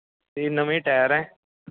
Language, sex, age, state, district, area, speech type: Punjabi, male, 30-45, Punjab, Mohali, urban, conversation